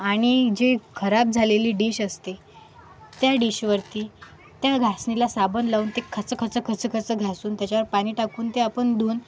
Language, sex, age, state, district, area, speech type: Marathi, female, 18-30, Maharashtra, Akola, rural, spontaneous